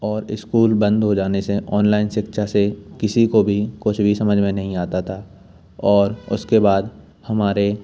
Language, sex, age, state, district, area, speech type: Hindi, male, 18-30, Madhya Pradesh, Jabalpur, urban, spontaneous